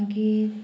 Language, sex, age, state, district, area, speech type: Goan Konkani, female, 30-45, Goa, Murmgao, urban, spontaneous